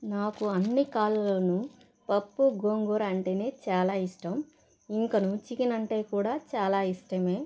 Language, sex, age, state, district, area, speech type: Telugu, female, 30-45, Andhra Pradesh, Sri Balaji, rural, spontaneous